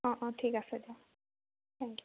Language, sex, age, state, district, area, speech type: Assamese, female, 18-30, Assam, Dhemaji, rural, conversation